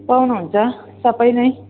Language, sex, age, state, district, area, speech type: Nepali, female, 30-45, West Bengal, Jalpaiguri, rural, conversation